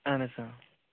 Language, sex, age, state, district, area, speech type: Kashmiri, male, 18-30, Jammu and Kashmir, Bandipora, rural, conversation